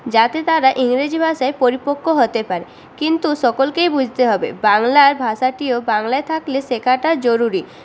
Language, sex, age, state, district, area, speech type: Bengali, female, 18-30, West Bengal, Purulia, urban, spontaneous